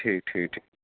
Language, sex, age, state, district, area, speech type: Kashmiri, male, 30-45, Jammu and Kashmir, Srinagar, urban, conversation